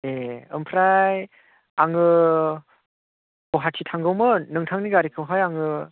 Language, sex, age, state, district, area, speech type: Bodo, male, 30-45, Assam, Chirang, rural, conversation